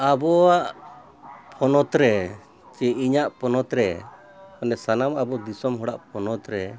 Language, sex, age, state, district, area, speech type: Santali, male, 60+, Jharkhand, Bokaro, rural, spontaneous